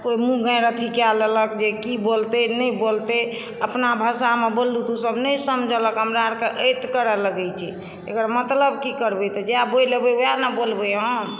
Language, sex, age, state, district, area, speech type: Maithili, female, 60+, Bihar, Supaul, rural, spontaneous